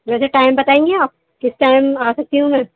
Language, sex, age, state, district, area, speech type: Urdu, female, 18-30, Delhi, East Delhi, urban, conversation